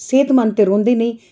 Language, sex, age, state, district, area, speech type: Dogri, female, 45-60, Jammu and Kashmir, Jammu, urban, spontaneous